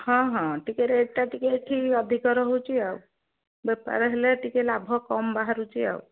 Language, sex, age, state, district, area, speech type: Odia, female, 60+, Odisha, Jharsuguda, rural, conversation